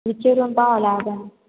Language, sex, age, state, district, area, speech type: Marathi, female, 18-30, Maharashtra, Ahmednagar, urban, conversation